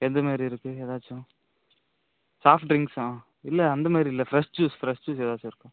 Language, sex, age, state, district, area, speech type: Tamil, male, 30-45, Tamil Nadu, Ariyalur, rural, conversation